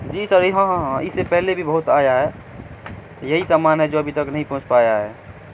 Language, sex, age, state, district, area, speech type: Urdu, male, 18-30, Bihar, Madhubani, rural, spontaneous